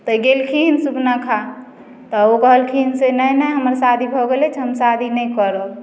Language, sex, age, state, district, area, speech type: Maithili, female, 45-60, Bihar, Madhubani, rural, spontaneous